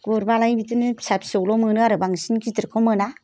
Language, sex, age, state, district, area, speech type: Bodo, female, 60+, Assam, Kokrajhar, urban, spontaneous